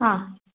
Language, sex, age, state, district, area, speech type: Sanskrit, female, 30-45, Tamil Nadu, Karur, rural, conversation